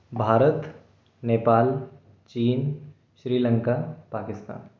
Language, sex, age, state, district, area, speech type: Hindi, male, 18-30, Madhya Pradesh, Bhopal, urban, spontaneous